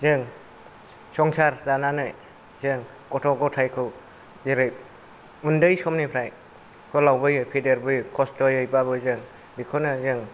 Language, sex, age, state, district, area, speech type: Bodo, male, 45-60, Assam, Kokrajhar, rural, spontaneous